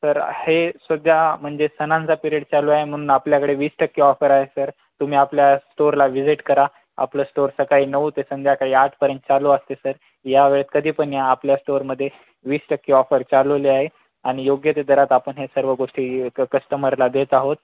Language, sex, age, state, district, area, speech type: Marathi, male, 18-30, Maharashtra, Nanded, urban, conversation